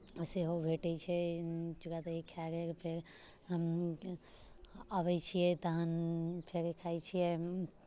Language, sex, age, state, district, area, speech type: Maithili, female, 18-30, Bihar, Muzaffarpur, urban, spontaneous